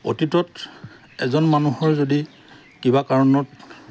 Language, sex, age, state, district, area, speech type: Assamese, male, 45-60, Assam, Lakhimpur, rural, spontaneous